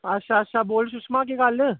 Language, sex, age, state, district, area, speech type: Dogri, male, 18-30, Jammu and Kashmir, Samba, rural, conversation